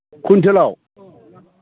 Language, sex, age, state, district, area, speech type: Bodo, male, 60+, Assam, Udalguri, rural, conversation